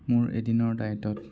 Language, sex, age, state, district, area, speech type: Assamese, male, 18-30, Assam, Sonitpur, rural, spontaneous